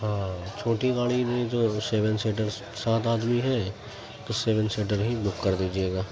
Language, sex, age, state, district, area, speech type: Urdu, male, 18-30, Uttar Pradesh, Gautam Buddha Nagar, rural, spontaneous